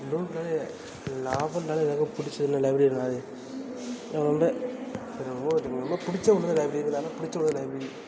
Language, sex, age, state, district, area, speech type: Tamil, male, 18-30, Tamil Nadu, Tiruvarur, rural, spontaneous